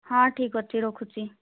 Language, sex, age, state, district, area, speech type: Odia, female, 30-45, Odisha, Malkangiri, urban, conversation